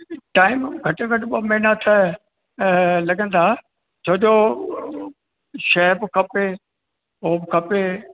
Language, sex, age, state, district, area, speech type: Sindhi, male, 60+, Rajasthan, Ajmer, urban, conversation